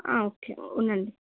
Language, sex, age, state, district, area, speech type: Telugu, female, 18-30, Andhra Pradesh, Annamaya, rural, conversation